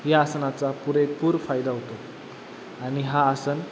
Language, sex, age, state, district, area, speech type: Marathi, male, 18-30, Maharashtra, Satara, urban, spontaneous